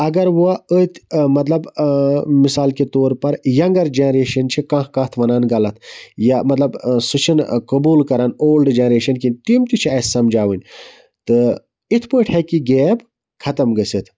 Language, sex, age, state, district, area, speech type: Kashmiri, male, 30-45, Jammu and Kashmir, Budgam, rural, spontaneous